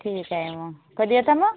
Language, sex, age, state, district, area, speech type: Marathi, female, 45-60, Maharashtra, Washim, rural, conversation